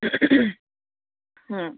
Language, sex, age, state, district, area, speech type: Kannada, female, 30-45, Karnataka, Kolar, urban, conversation